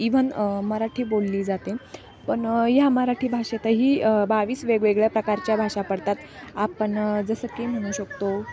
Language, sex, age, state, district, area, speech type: Marathi, female, 18-30, Maharashtra, Nashik, rural, spontaneous